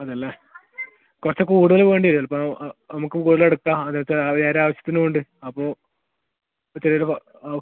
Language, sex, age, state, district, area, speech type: Malayalam, male, 18-30, Kerala, Kasaragod, rural, conversation